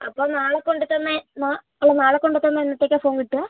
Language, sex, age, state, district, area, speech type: Malayalam, female, 45-60, Kerala, Kozhikode, urban, conversation